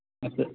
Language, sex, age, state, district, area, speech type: Tamil, male, 60+, Tamil Nadu, Madurai, rural, conversation